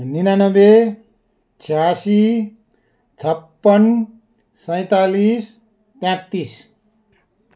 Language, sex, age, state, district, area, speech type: Nepali, male, 60+, West Bengal, Darjeeling, rural, spontaneous